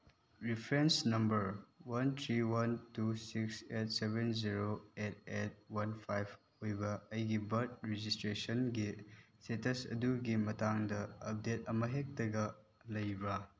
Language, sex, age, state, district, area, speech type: Manipuri, male, 18-30, Manipur, Chandel, rural, read